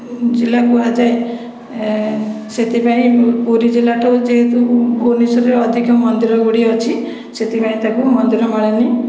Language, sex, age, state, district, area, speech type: Odia, female, 60+, Odisha, Khordha, rural, spontaneous